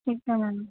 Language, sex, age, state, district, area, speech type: Punjabi, female, 30-45, Punjab, Kapurthala, urban, conversation